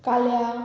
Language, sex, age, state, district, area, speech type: Goan Konkani, female, 18-30, Goa, Murmgao, urban, spontaneous